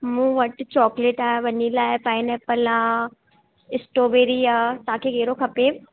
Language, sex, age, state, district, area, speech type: Sindhi, female, 18-30, Rajasthan, Ajmer, urban, conversation